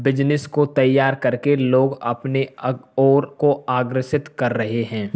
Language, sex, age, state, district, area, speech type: Hindi, male, 45-60, Rajasthan, Karauli, rural, spontaneous